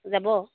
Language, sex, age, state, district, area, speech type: Assamese, female, 30-45, Assam, Jorhat, urban, conversation